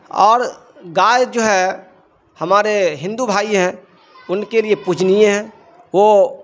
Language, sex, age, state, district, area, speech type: Urdu, male, 45-60, Bihar, Darbhanga, rural, spontaneous